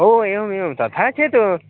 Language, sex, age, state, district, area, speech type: Sanskrit, male, 18-30, Karnataka, Dakshina Kannada, rural, conversation